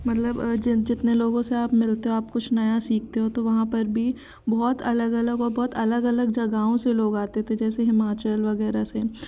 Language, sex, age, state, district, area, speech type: Hindi, female, 18-30, Madhya Pradesh, Jabalpur, urban, spontaneous